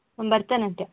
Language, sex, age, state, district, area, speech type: Kannada, female, 18-30, Karnataka, Shimoga, rural, conversation